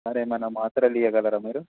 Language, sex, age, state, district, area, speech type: Telugu, male, 18-30, Telangana, Hanamkonda, urban, conversation